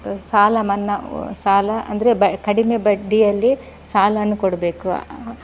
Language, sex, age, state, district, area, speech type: Kannada, female, 30-45, Karnataka, Udupi, rural, spontaneous